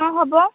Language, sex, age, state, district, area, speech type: Odia, female, 18-30, Odisha, Sambalpur, rural, conversation